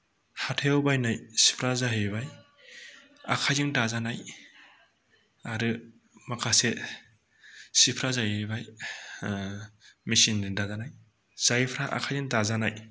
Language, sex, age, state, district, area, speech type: Bodo, male, 45-60, Assam, Kokrajhar, rural, spontaneous